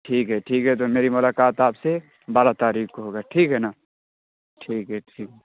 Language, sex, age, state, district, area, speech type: Urdu, male, 30-45, Bihar, Darbhanga, urban, conversation